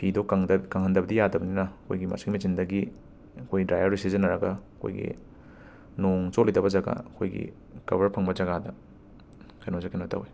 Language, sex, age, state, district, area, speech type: Manipuri, male, 18-30, Manipur, Imphal West, urban, spontaneous